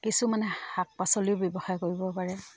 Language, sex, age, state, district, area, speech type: Assamese, female, 30-45, Assam, Dibrugarh, rural, spontaneous